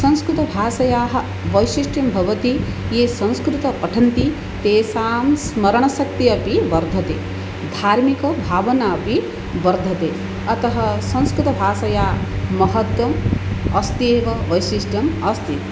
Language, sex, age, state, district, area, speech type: Sanskrit, female, 45-60, Odisha, Puri, urban, spontaneous